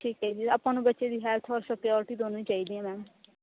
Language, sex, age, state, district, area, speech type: Punjabi, female, 18-30, Punjab, Bathinda, rural, conversation